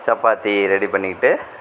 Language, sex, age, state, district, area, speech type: Tamil, male, 45-60, Tamil Nadu, Mayiladuthurai, rural, spontaneous